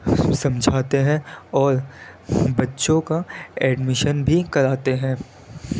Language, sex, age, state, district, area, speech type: Urdu, male, 18-30, Delhi, Central Delhi, urban, spontaneous